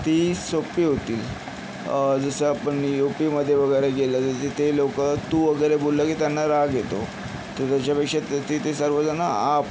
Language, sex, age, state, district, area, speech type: Marathi, male, 45-60, Maharashtra, Yavatmal, urban, spontaneous